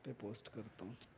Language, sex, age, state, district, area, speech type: Urdu, male, 18-30, Uttar Pradesh, Gautam Buddha Nagar, urban, spontaneous